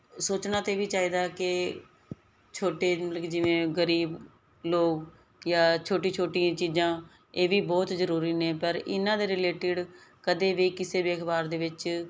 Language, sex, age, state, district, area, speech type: Punjabi, female, 30-45, Punjab, Fazilka, rural, spontaneous